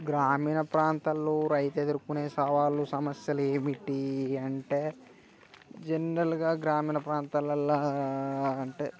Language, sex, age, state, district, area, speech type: Telugu, male, 18-30, Telangana, Nirmal, rural, spontaneous